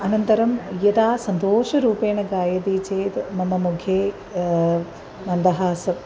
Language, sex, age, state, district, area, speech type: Sanskrit, female, 30-45, Kerala, Ernakulam, urban, spontaneous